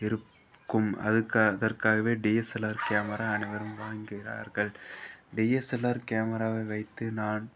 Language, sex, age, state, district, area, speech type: Tamil, male, 18-30, Tamil Nadu, Perambalur, rural, spontaneous